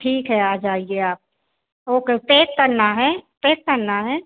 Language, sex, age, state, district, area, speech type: Hindi, female, 30-45, Madhya Pradesh, Hoshangabad, rural, conversation